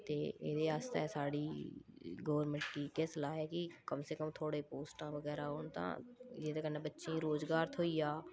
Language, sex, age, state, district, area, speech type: Dogri, female, 18-30, Jammu and Kashmir, Udhampur, rural, spontaneous